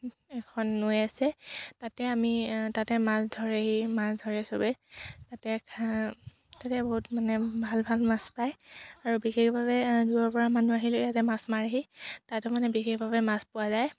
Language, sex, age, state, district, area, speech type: Assamese, female, 18-30, Assam, Sivasagar, rural, spontaneous